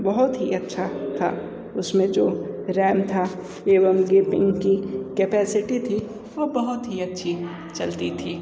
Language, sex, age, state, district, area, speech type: Hindi, male, 60+, Uttar Pradesh, Sonbhadra, rural, spontaneous